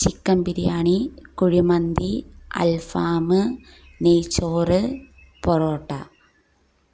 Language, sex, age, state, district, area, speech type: Malayalam, female, 30-45, Kerala, Kozhikode, rural, spontaneous